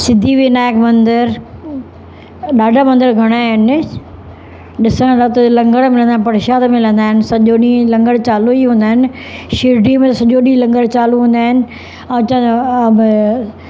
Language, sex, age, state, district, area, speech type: Sindhi, female, 60+, Maharashtra, Mumbai Suburban, rural, spontaneous